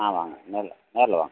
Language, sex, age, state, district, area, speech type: Tamil, male, 45-60, Tamil Nadu, Tenkasi, urban, conversation